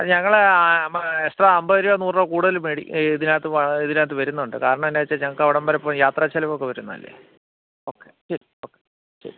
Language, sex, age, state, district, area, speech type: Malayalam, male, 30-45, Kerala, Kottayam, rural, conversation